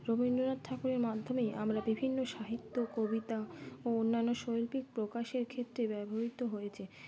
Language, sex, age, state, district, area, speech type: Bengali, female, 18-30, West Bengal, Birbhum, urban, spontaneous